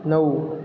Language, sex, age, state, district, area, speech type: Marathi, male, 18-30, Maharashtra, Sindhudurg, rural, read